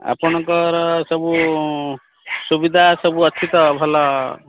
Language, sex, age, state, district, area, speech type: Odia, male, 45-60, Odisha, Kendrapara, urban, conversation